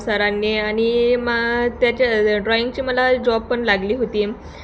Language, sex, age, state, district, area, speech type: Marathi, female, 18-30, Maharashtra, Thane, rural, spontaneous